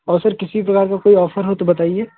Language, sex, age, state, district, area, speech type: Hindi, male, 30-45, Uttar Pradesh, Jaunpur, rural, conversation